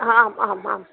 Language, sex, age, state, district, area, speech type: Sanskrit, female, 30-45, Maharashtra, Nagpur, urban, conversation